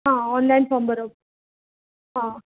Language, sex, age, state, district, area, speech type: Goan Konkani, female, 18-30, Goa, Ponda, rural, conversation